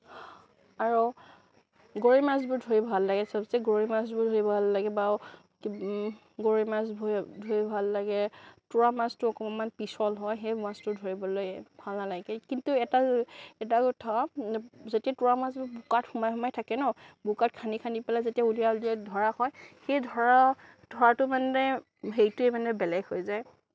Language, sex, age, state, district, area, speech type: Assamese, female, 30-45, Assam, Nagaon, rural, spontaneous